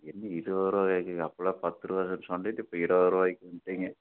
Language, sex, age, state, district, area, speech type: Tamil, male, 60+, Tamil Nadu, Tiruppur, urban, conversation